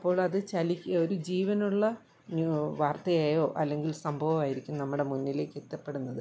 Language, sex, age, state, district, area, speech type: Malayalam, female, 45-60, Kerala, Kottayam, rural, spontaneous